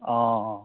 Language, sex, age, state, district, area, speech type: Assamese, male, 45-60, Assam, Majuli, urban, conversation